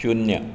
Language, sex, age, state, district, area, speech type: Goan Konkani, male, 60+, Goa, Bardez, rural, read